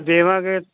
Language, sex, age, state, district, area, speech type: Punjabi, male, 60+, Punjab, Muktsar, urban, conversation